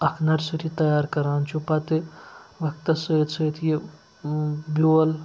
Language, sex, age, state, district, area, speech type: Kashmiri, male, 18-30, Jammu and Kashmir, Srinagar, urban, spontaneous